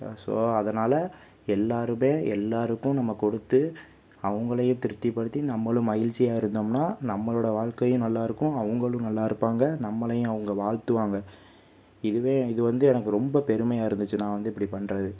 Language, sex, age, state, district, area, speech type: Tamil, male, 30-45, Tamil Nadu, Pudukkottai, rural, spontaneous